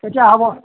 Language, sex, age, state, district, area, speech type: Assamese, male, 60+, Assam, Golaghat, rural, conversation